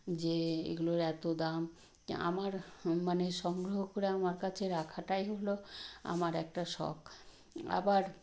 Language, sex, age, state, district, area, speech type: Bengali, female, 60+, West Bengal, Nadia, rural, spontaneous